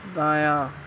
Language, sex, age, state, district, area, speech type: Urdu, male, 18-30, Uttar Pradesh, Gautam Buddha Nagar, rural, read